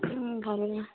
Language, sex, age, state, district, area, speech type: Odia, female, 18-30, Odisha, Nabarangpur, urban, conversation